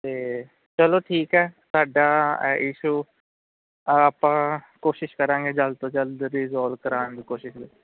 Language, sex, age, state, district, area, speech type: Punjabi, male, 45-60, Punjab, Ludhiana, urban, conversation